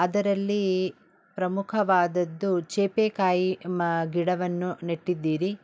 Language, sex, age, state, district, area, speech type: Kannada, female, 45-60, Karnataka, Bangalore Urban, rural, spontaneous